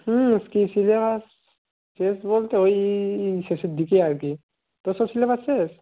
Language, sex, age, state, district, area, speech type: Bengali, male, 18-30, West Bengal, Purba Medinipur, rural, conversation